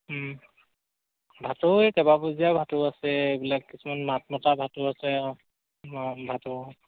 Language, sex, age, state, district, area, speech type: Assamese, male, 45-60, Assam, Charaideo, rural, conversation